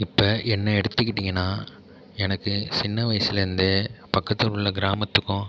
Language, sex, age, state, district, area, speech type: Tamil, male, 30-45, Tamil Nadu, Tiruvarur, urban, spontaneous